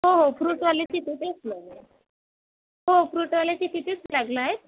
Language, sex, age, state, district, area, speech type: Marathi, female, 18-30, Maharashtra, Akola, rural, conversation